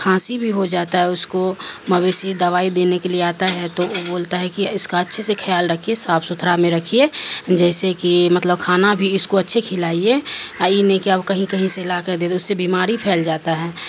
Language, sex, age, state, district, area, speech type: Urdu, female, 45-60, Bihar, Darbhanga, rural, spontaneous